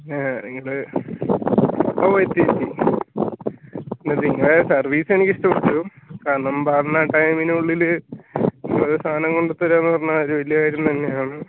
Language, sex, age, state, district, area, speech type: Malayalam, male, 18-30, Kerala, Wayanad, rural, conversation